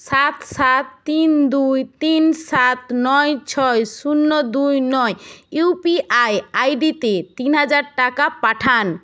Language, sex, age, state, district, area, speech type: Bengali, female, 18-30, West Bengal, Jhargram, rural, read